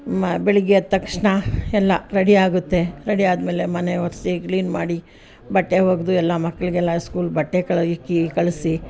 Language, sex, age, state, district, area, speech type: Kannada, female, 60+, Karnataka, Mysore, rural, spontaneous